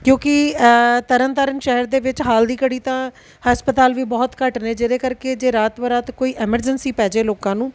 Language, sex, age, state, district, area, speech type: Punjabi, female, 30-45, Punjab, Tarn Taran, urban, spontaneous